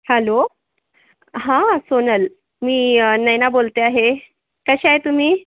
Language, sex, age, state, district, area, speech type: Marathi, female, 45-60, Maharashtra, Yavatmal, urban, conversation